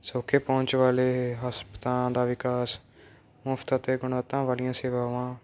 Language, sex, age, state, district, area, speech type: Punjabi, male, 18-30, Punjab, Moga, rural, spontaneous